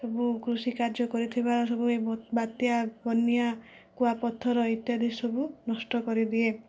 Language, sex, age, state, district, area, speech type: Odia, female, 45-60, Odisha, Kandhamal, rural, spontaneous